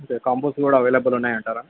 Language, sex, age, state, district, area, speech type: Telugu, male, 30-45, Andhra Pradesh, N T Rama Rao, urban, conversation